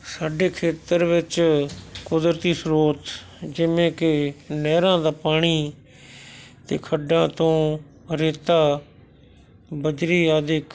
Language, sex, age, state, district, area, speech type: Punjabi, male, 60+, Punjab, Shaheed Bhagat Singh Nagar, urban, spontaneous